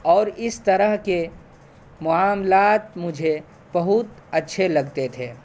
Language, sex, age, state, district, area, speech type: Urdu, male, 18-30, Bihar, Saharsa, rural, spontaneous